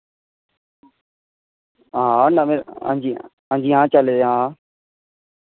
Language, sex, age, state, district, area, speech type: Dogri, male, 18-30, Jammu and Kashmir, Reasi, rural, conversation